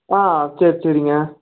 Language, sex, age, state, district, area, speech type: Tamil, male, 18-30, Tamil Nadu, Namakkal, urban, conversation